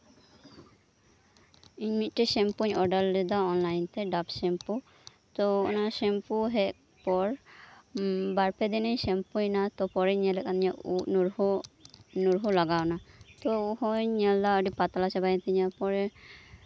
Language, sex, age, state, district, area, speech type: Santali, female, 18-30, West Bengal, Birbhum, rural, spontaneous